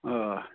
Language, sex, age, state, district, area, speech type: Kashmiri, male, 45-60, Jammu and Kashmir, Budgam, rural, conversation